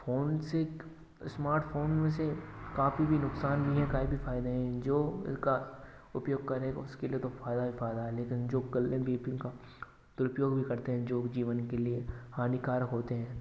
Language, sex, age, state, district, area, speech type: Hindi, male, 18-30, Rajasthan, Bharatpur, rural, spontaneous